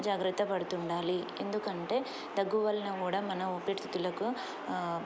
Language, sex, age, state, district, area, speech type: Telugu, female, 30-45, Telangana, Ranga Reddy, urban, spontaneous